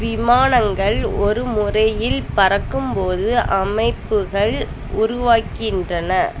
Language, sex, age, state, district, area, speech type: Tamil, female, 18-30, Tamil Nadu, Kanyakumari, rural, read